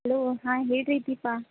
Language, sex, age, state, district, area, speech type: Kannada, female, 30-45, Karnataka, Gadag, rural, conversation